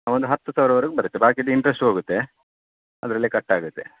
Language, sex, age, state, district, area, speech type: Kannada, male, 30-45, Karnataka, Dakshina Kannada, rural, conversation